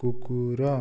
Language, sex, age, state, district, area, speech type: Odia, male, 18-30, Odisha, Kandhamal, rural, read